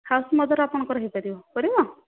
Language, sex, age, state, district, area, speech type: Odia, female, 45-60, Odisha, Jajpur, rural, conversation